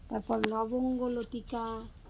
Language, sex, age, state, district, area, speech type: Bengali, female, 45-60, West Bengal, Alipurduar, rural, spontaneous